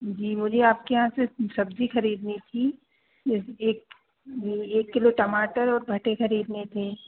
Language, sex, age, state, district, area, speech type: Hindi, female, 30-45, Madhya Pradesh, Hoshangabad, urban, conversation